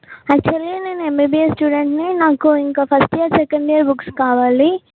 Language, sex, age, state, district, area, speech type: Telugu, female, 18-30, Telangana, Yadadri Bhuvanagiri, urban, conversation